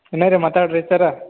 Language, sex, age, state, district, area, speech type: Kannada, male, 45-60, Karnataka, Belgaum, rural, conversation